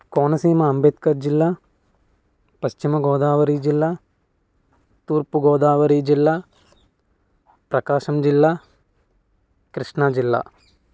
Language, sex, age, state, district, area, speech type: Telugu, male, 18-30, Andhra Pradesh, Konaseema, rural, spontaneous